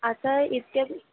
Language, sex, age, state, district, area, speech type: Marathi, female, 18-30, Maharashtra, Nagpur, urban, conversation